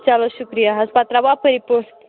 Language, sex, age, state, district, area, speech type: Kashmiri, female, 18-30, Jammu and Kashmir, Shopian, rural, conversation